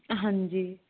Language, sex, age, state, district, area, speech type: Punjabi, female, 18-30, Punjab, Mansa, urban, conversation